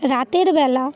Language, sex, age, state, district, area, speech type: Bengali, female, 30-45, West Bengal, North 24 Parganas, rural, read